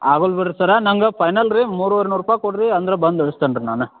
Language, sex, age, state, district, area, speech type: Kannada, male, 30-45, Karnataka, Belgaum, rural, conversation